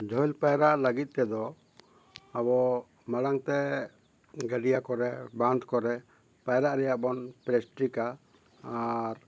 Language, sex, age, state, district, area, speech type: Santali, male, 45-60, Jharkhand, Bokaro, rural, spontaneous